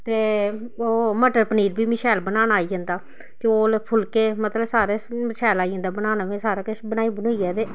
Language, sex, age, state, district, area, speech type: Dogri, female, 30-45, Jammu and Kashmir, Samba, rural, spontaneous